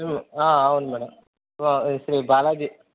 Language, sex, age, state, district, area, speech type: Telugu, male, 30-45, Andhra Pradesh, Sri Balaji, urban, conversation